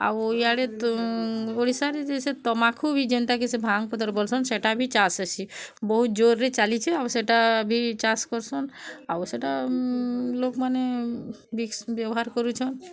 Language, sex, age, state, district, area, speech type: Odia, female, 30-45, Odisha, Bargarh, urban, spontaneous